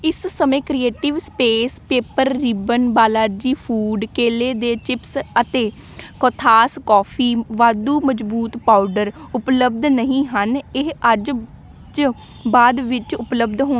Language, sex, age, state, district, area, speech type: Punjabi, female, 18-30, Punjab, Amritsar, urban, read